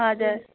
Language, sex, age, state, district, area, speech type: Nepali, female, 30-45, West Bengal, Jalpaiguri, rural, conversation